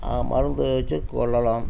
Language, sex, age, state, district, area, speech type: Tamil, male, 60+, Tamil Nadu, Namakkal, rural, spontaneous